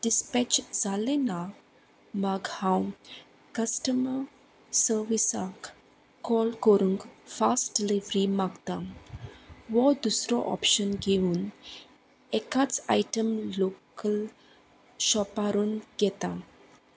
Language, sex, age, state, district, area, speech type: Goan Konkani, female, 30-45, Goa, Salcete, rural, spontaneous